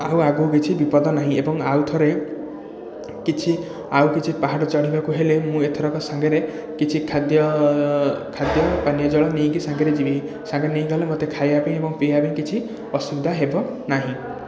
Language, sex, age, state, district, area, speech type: Odia, male, 30-45, Odisha, Puri, urban, spontaneous